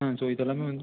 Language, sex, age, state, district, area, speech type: Tamil, male, 18-30, Tamil Nadu, Erode, rural, conversation